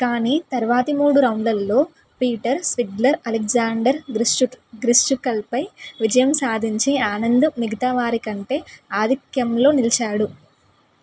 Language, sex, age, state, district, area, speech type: Telugu, female, 18-30, Telangana, Suryapet, urban, read